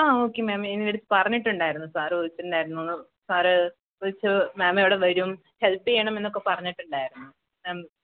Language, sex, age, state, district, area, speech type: Malayalam, female, 18-30, Kerala, Pathanamthitta, rural, conversation